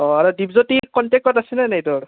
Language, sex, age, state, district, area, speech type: Assamese, male, 18-30, Assam, Udalguri, rural, conversation